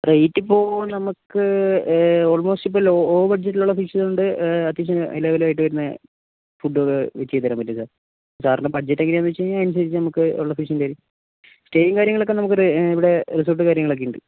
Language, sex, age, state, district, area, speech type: Malayalam, other, 45-60, Kerala, Kozhikode, urban, conversation